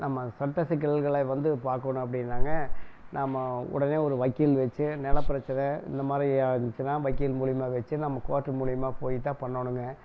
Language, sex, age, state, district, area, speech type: Tamil, male, 60+, Tamil Nadu, Erode, rural, spontaneous